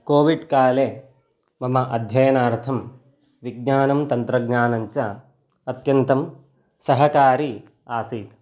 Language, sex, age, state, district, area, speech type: Sanskrit, male, 18-30, Karnataka, Chitradurga, rural, spontaneous